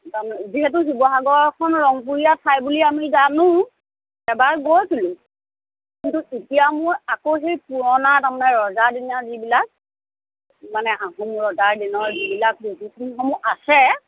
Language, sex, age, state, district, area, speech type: Assamese, female, 45-60, Assam, Sivasagar, urban, conversation